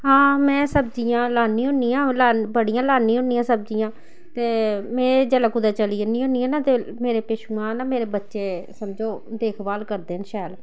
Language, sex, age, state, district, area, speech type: Dogri, female, 30-45, Jammu and Kashmir, Samba, rural, spontaneous